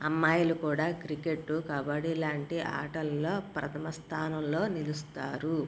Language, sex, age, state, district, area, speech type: Telugu, female, 30-45, Andhra Pradesh, Konaseema, rural, spontaneous